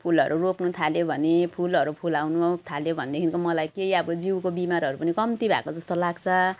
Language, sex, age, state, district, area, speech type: Nepali, female, 45-60, West Bengal, Jalpaiguri, urban, spontaneous